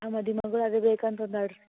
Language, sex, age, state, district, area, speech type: Kannada, female, 18-30, Karnataka, Gulbarga, urban, conversation